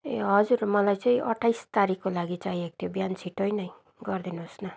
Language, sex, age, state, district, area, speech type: Nepali, female, 30-45, West Bengal, Darjeeling, rural, spontaneous